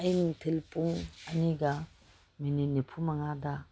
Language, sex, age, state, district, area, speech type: Manipuri, female, 45-60, Manipur, Kangpokpi, urban, read